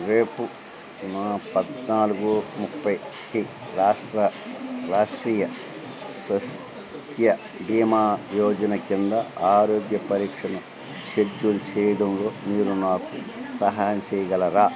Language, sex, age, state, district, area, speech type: Telugu, male, 60+, Andhra Pradesh, Eluru, rural, read